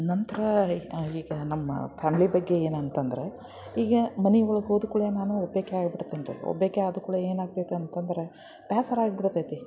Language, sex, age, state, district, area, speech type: Kannada, female, 45-60, Karnataka, Dharwad, urban, spontaneous